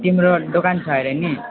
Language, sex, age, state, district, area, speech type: Nepali, male, 18-30, West Bengal, Alipurduar, urban, conversation